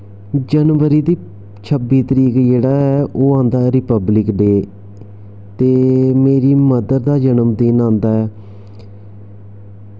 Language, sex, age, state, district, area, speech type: Dogri, male, 30-45, Jammu and Kashmir, Samba, urban, spontaneous